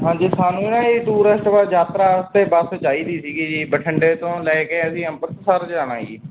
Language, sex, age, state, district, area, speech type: Punjabi, male, 18-30, Punjab, Bathinda, rural, conversation